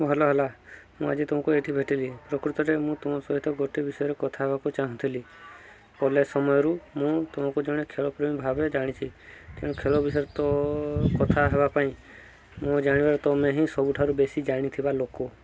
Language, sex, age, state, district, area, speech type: Odia, male, 18-30, Odisha, Subarnapur, urban, read